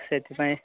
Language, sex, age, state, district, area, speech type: Odia, male, 18-30, Odisha, Mayurbhanj, rural, conversation